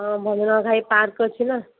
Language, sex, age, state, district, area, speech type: Odia, female, 18-30, Odisha, Ganjam, urban, conversation